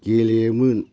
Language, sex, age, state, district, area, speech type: Bodo, male, 60+, Assam, Udalguri, rural, spontaneous